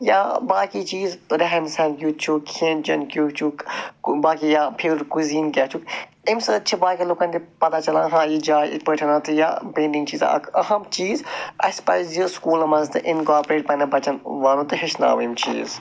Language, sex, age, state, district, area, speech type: Kashmiri, male, 45-60, Jammu and Kashmir, Budgam, urban, spontaneous